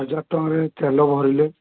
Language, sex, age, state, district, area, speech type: Odia, male, 30-45, Odisha, Balasore, rural, conversation